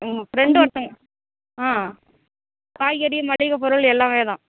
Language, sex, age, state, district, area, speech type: Tamil, female, 45-60, Tamil Nadu, Cuddalore, rural, conversation